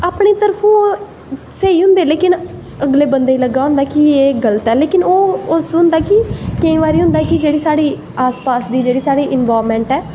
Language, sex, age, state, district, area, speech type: Dogri, female, 18-30, Jammu and Kashmir, Jammu, urban, spontaneous